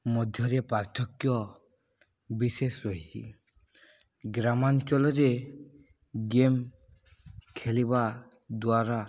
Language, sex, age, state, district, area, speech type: Odia, male, 18-30, Odisha, Balangir, urban, spontaneous